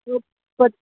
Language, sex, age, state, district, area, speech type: Maithili, male, 18-30, Bihar, Muzaffarpur, rural, conversation